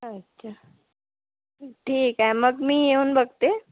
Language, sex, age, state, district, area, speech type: Marathi, female, 60+, Maharashtra, Nagpur, urban, conversation